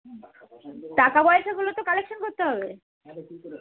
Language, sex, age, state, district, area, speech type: Bengali, female, 18-30, West Bengal, Uttar Dinajpur, urban, conversation